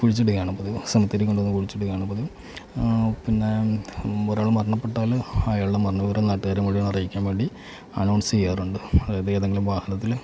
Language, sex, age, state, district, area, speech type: Malayalam, male, 45-60, Kerala, Alappuzha, rural, spontaneous